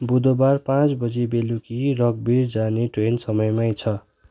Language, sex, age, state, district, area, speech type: Nepali, male, 18-30, West Bengal, Darjeeling, rural, read